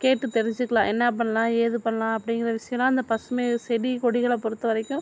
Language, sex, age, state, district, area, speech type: Tamil, female, 60+, Tamil Nadu, Mayiladuthurai, urban, spontaneous